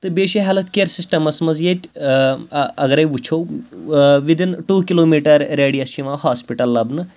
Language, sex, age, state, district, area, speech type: Kashmiri, male, 18-30, Jammu and Kashmir, Pulwama, urban, spontaneous